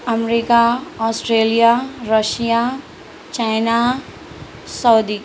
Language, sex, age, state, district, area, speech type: Urdu, female, 18-30, Telangana, Hyderabad, urban, spontaneous